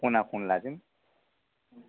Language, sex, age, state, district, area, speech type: Bodo, male, 60+, Assam, Kokrajhar, urban, conversation